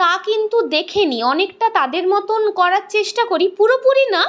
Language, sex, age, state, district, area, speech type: Bengali, female, 30-45, West Bengal, Purulia, urban, spontaneous